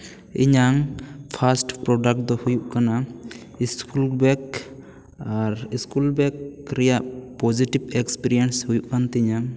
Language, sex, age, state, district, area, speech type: Santali, male, 18-30, West Bengal, Bankura, rural, spontaneous